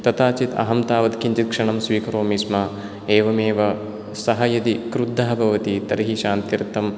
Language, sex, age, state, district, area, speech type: Sanskrit, male, 18-30, Kerala, Ernakulam, urban, spontaneous